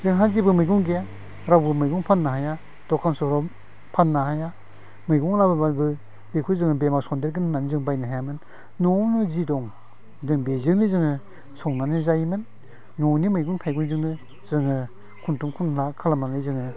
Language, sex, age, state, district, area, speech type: Bodo, male, 45-60, Assam, Udalguri, rural, spontaneous